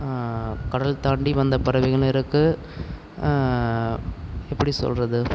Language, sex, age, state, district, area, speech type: Tamil, male, 45-60, Tamil Nadu, Tiruvarur, urban, spontaneous